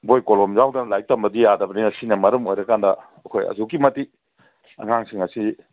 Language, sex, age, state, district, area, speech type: Manipuri, male, 45-60, Manipur, Kangpokpi, urban, conversation